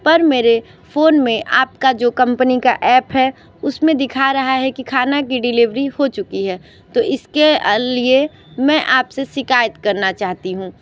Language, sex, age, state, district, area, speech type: Hindi, female, 45-60, Uttar Pradesh, Sonbhadra, rural, spontaneous